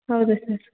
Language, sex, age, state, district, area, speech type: Kannada, female, 18-30, Karnataka, Bellary, urban, conversation